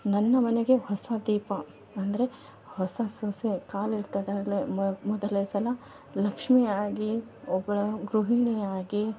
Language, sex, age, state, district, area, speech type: Kannada, female, 30-45, Karnataka, Vijayanagara, rural, spontaneous